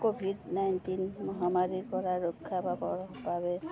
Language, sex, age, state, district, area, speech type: Assamese, female, 45-60, Assam, Darrang, rural, spontaneous